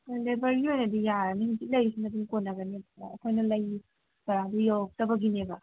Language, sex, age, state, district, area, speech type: Manipuri, female, 30-45, Manipur, Imphal East, rural, conversation